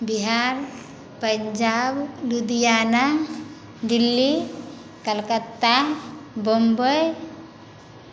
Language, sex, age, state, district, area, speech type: Maithili, female, 30-45, Bihar, Samastipur, urban, spontaneous